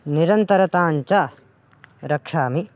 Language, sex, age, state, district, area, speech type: Sanskrit, male, 18-30, Karnataka, Raichur, urban, spontaneous